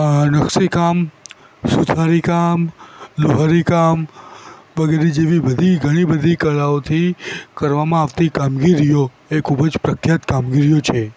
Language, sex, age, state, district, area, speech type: Gujarati, female, 18-30, Gujarat, Ahmedabad, urban, spontaneous